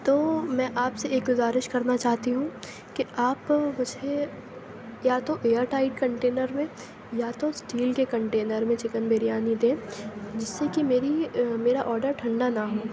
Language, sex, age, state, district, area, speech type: Urdu, female, 18-30, Uttar Pradesh, Aligarh, urban, spontaneous